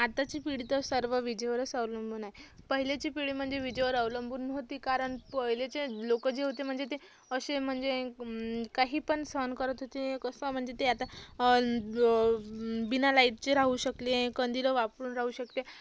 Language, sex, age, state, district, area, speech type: Marathi, female, 18-30, Maharashtra, Amravati, urban, spontaneous